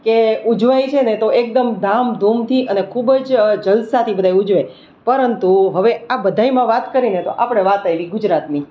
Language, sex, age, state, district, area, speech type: Gujarati, female, 30-45, Gujarat, Rajkot, urban, spontaneous